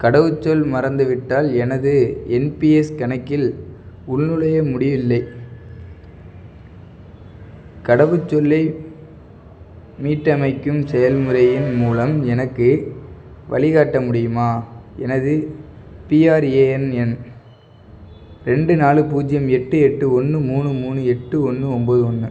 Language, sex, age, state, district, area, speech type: Tamil, male, 18-30, Tamil Nadu, Perambalur, rural, read